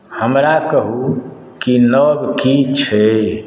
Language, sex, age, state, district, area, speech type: Maithili, male, 60+, Bihar, Madhubani, rural, read